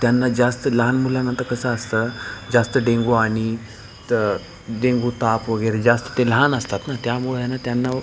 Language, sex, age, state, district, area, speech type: Marathi, male, 18-30, Maharashtra, Nanded, urban, spontaneous